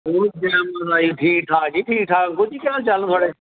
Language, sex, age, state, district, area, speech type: Dogri, male, 45-60, Jammu and Kashmir, Reasi, urban, conversation